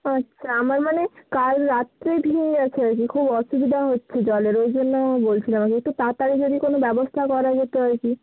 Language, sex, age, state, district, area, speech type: Bengali, female, 30-45, West Bengal, Bankura, urban, conversation